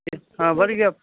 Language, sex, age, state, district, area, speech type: Punjabi, male, 60+, Punjab, Muktsar, urban, conversation